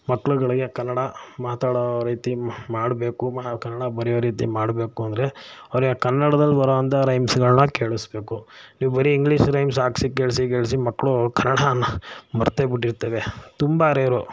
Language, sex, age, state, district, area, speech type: Kannada, male, 45-60, Karnataka, Mysore, rural, spontaneous